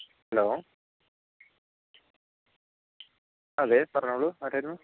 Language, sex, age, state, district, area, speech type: Malayalam, male, 30-45, Kerala, Wayanad, rural, conversation